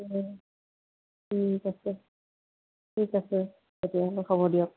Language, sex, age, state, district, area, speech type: Assamese, female, 30-45, Assam, Golaghat, urban, conversation